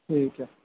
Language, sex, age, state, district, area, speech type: Urdu, male, 30-45, Delhi, Central Delhi, urban, conversation